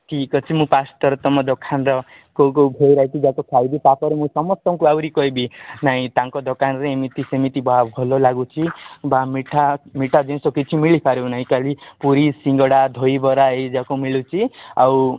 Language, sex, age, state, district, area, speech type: Odia, male, 30-45, Odisha, Nabarangpur, urban, conversation